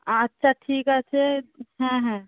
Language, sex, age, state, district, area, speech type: Bengali, female, 30-45, West Bengal, Darjeeling, urban, conversation